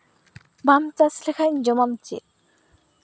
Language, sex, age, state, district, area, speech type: Santali, female, 18-30, West Bengal, Purba Bardhaman, rural, spontaneous